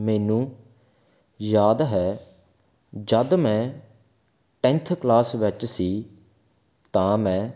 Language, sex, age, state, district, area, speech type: Punjabi, male, 18-30, Punjab, Faridkot, urban, spontaneous